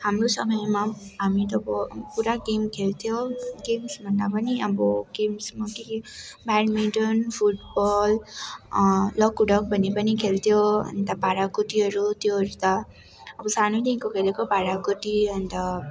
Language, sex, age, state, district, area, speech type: Nepali, female, 18-30, West Bengal, Darjeeling, rural, spontaneous